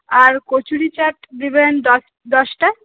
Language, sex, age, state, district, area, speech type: Bengali, female, 30-45, West Bengal, Purulia, urban, conversation